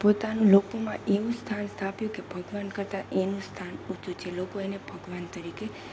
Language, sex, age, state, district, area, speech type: Gujarati, female, 18-30, Gujarat, Rajkot, rural, spontaneous